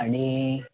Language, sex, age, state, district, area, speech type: Marathi, male, 30-45, Maharashtra, Ratnagiri, urban, conversation